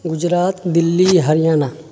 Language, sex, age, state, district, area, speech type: Urdu, male, 30-45, Bihar, Khagaria, rural, spontaneous